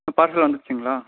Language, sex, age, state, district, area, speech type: Tamil, male, 18-30, Tamil Nadu, Coimbatore, rural, conversation